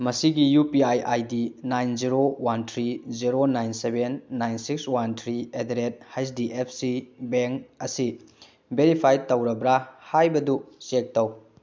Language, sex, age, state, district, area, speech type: Manipuri, male, 30-45, Manipur, Bishnupur, rural, read